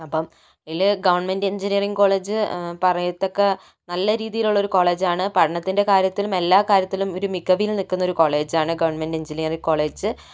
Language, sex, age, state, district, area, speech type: Malayalam, female, 18-30, Kerala, Kozhikode, urban, spontaneous